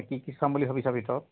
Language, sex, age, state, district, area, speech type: Assamese, male, 30-45, Assam, Jorhat, urban, conversation